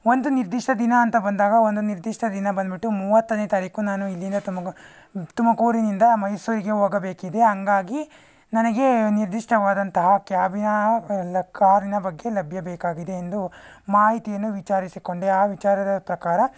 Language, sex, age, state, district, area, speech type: Kannada, male, 45-60, Karnataka, Tumkur, urban, spontaneous